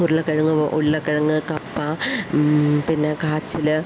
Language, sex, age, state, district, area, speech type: Malayalam, female, 30-45, Kerala, Idukki, rural, spontaneous